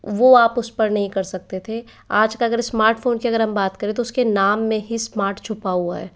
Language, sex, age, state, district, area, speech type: Hindi, female, 30-45, Rajasthan, Jaipur, urban, spontaneous